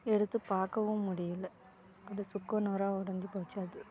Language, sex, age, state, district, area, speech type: Tamil, female, 45-60, Tamil Nadu, Kallakurichi, urban, spontaneous